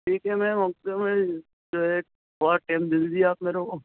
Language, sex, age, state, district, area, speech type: Urdu, male, 45-60, Delhi, South Delhi, urban, conversation